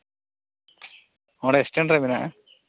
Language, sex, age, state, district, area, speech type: Santali, male, 30-45, Jharkhand, East Singhbhum, rural, conversation